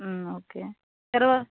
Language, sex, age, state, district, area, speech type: Telugu, female, 45-60, Andhra Pradesh, Kadapa, urban, conversation